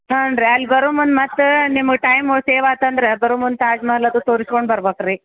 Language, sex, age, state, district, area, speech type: Kannada, female, 45-60, Karnataka, Dharwad, rural, conversation